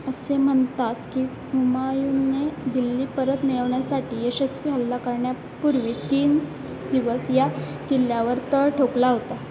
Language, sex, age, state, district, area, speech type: Marathi, female, 18-30, Maharashtra, Sindhudurg, rural, read